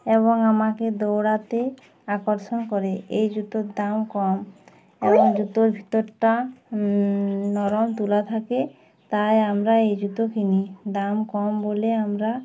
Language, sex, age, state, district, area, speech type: Bengali, female, 18-30, West Bengal, Uttar Dinajpur, urban, spontaneous